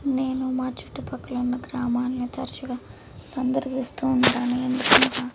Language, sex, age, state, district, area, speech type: Telugu, female, 18-30, Andhra Pradesh, Guntur, urban, spontaneous